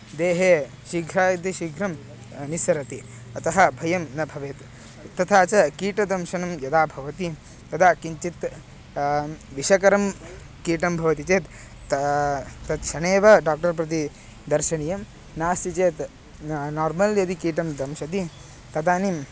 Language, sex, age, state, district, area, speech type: Sanskrit, male, 18-30, Karnataka, Haveri, rural, spontaneous